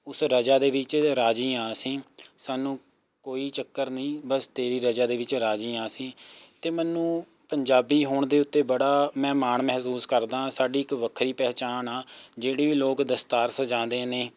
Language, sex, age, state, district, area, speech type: Punjabi, male, 18-30, Punjab, Rupnagar, rural, spontaneous